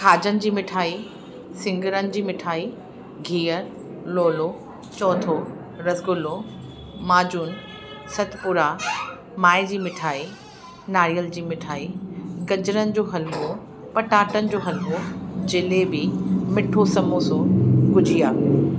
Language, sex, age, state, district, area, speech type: Sindhi, female, 30-45, Uttar Pradesh, Lucknow, urban, spontaneous